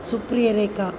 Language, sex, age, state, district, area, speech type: Sanskrit, female, 45-60, Tamil Nadu, Chennai, urban, spontaneous